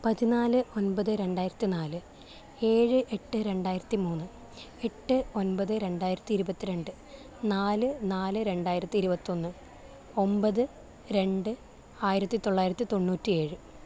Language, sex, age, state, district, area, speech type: Malayalam, female, 18-30, Kerala, Thrissur, rural, spontaneous